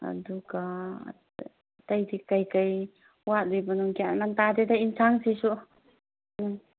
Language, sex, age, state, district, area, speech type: Manipuri, female, 30-45, Manipur, Chandel, rural, conversation